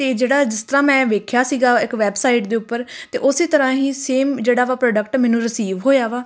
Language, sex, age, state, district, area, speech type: Punjabi, female, 18-30, Punjab, Tarn Taran, rural, spontaneous